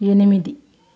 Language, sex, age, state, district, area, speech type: Telugu, female, 60+, Andhra Pradesh, Sri Balaji, urban, read